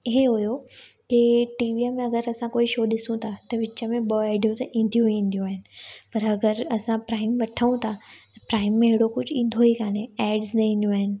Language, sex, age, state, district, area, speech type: Sindhi, female, 18-30, Gujarat, Surat, urban, spontaneous